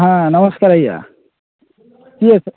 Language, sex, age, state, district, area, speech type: Odia, male, 30-45, Odisha, Malkangiri, urban, conversation